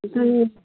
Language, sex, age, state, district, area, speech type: Manipuri, female, 30-45, Manipur, Kangpokpi, urban, conversation